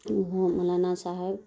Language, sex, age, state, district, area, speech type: Urdu, female, 30-45, Bihar, Darbhanga, rural, spontaneous